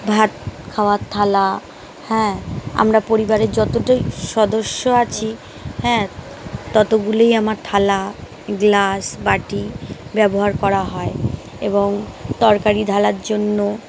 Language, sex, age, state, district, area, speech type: Bengali, female, 30-45, West Bengal, Uttar Dinajpur, urban, spontaneous